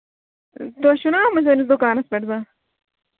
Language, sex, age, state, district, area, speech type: Kashmiri, female, 30-45, Jammu and Kashmir, Ganderbal, rural, conversation